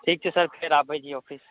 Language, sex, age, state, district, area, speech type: Maithili, male, 18-30, Bihar, Saharsa, urban, conversation